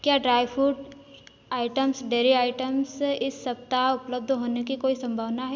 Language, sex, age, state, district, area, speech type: Hindi, female, 18-30, Madhya Pradesh, Ujjain, rural, read